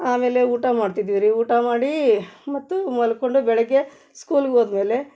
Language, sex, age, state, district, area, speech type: Kannada, female, 30-45, Karnataka, Gadag, rural, spontaneous